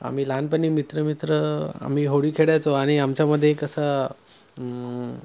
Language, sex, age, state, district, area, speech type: Marathi, male, 30-45, Maharashtra, Nagpur, urban, spontaneous